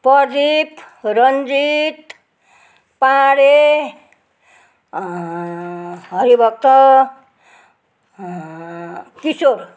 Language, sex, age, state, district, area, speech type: Nepali, female, 60+, West Bengal, Jalpaiguri, rural, spontaneous